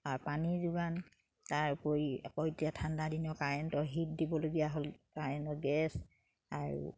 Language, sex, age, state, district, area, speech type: Assamese, female, 30-45, Assam, Charaideo, rural, spontaneous